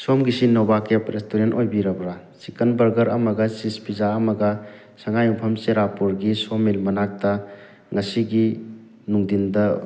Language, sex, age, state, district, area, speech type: Manipuri, male, 30-45, Manipur, Thoubal, rural, spontaneous